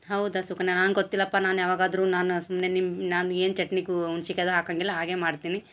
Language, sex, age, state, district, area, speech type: Kannada, female, 30-45, Karnataka, Gulbarga, urban, spontaneous